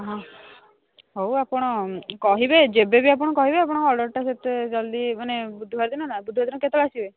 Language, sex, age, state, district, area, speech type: Odia, female, 45-60, Odisha, Angul, rural, conversation